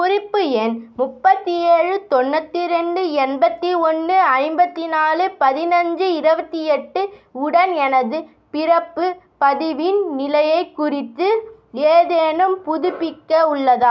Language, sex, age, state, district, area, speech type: Tamil, female, 18-30, Tamil Nadu, Vellore, urban, read